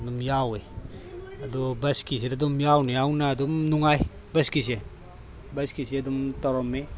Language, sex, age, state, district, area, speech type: Manipuri, male, 30-45, Manipur, Tengnoupal, rural, spontaneous